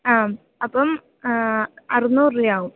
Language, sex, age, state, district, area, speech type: Malayalam, female, 18-30, Kerala, Idukki, rural, conversation